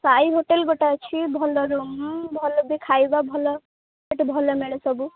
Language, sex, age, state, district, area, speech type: Odia, female, 18-30, Odisha, Kendrapara, urban, conversation